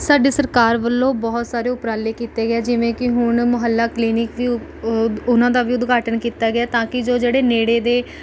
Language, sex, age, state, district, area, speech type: Punjabi, female, 18-30, Punjab, Rupnagar, rural, spontaneous